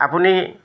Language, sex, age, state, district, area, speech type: Assamese, male, 60+, Assam, Charaideo, urban, spontaneous